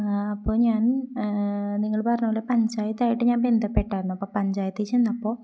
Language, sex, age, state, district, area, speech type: Malayalam, female, 18-30, Kerala, Kozhikode, rural, spontaneous